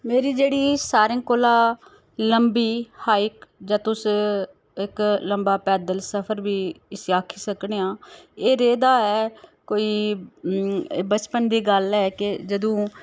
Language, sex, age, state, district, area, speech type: Dogri, female, 30-45, Jammu and Kashmir, Udhampur, rural, spontaneous